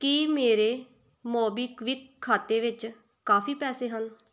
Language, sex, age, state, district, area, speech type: Punjabi, female, 18-30, Punjab, Tarn Taran, rural, read